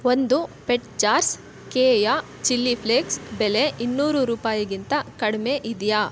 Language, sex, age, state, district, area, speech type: Kannada, female, 18-30, Karnataka, Kolar, urban, read